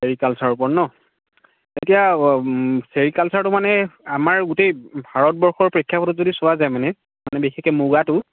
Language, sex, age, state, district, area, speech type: Assamese, male, 18-30, Assam, Dibrugarh, rural, conversation